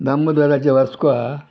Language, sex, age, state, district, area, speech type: Goan Konkani, male, 60+, Goa, Murmgao, rural, spontaneous